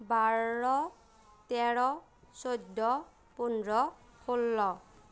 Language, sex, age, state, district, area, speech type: Assamese, female, 30-45, Assam, Nagaon, rural, spontaneous